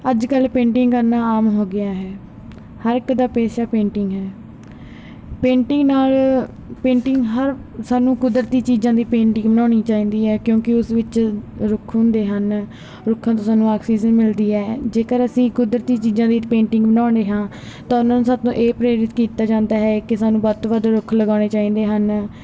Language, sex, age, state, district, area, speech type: Punjabi, female, 18-30, Punjab, Barnala, rural, spontaneous